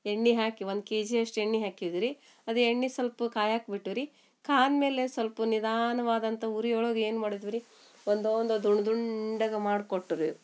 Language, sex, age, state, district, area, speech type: Kannada, female, 45-60, Karnataka, Gadag, rural, spontaneous